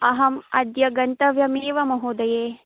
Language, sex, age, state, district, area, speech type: Sanskrit, female, 18-30, Karnataka, Bangalore Rural, urban, conversation